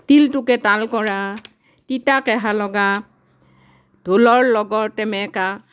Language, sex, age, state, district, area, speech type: Assamese, female, 60+, Assam, Barpeta, rural, spontaneous